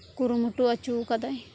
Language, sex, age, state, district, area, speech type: Santali, female, 18-30, West Bengal, Birbhum, rural, spontaneous